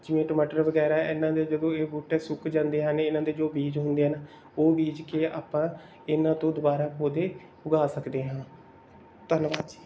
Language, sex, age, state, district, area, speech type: Punjabi, male, 18-30, Punjab, Bathinda, rural, spontaneous